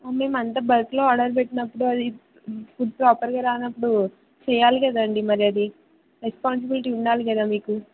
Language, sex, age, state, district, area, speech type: Telugu, female, 18-30, Telangana, Siddipet, rural, conversation